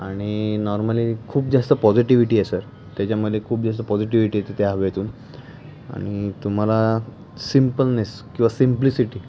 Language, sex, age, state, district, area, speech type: Marathi, male, 18-30, Maharashtra, Pune, urban, spontaneous